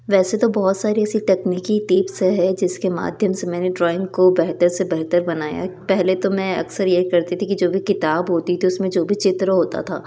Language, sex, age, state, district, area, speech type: Hindi, female, 30-45, Madhya Pradesh, Betul, urban, spontaneous